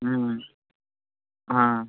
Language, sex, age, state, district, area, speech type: Marathi, male, 18-30, Maharashtra, Washim, urban, conversation